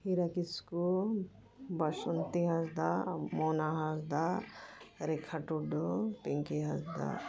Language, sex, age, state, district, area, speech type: Santali, female, 45-60, Jharkhand, Bokaro, rural, spontaneous